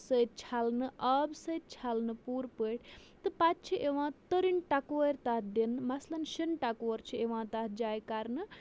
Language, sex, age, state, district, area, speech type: Kashmiri, female, 60+, Jammu and Kashmir, Bandipora, rural, spontaneous